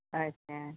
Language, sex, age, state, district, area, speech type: Marathi, female, 45-60, Maharashtra, Nagpur, urban, conversation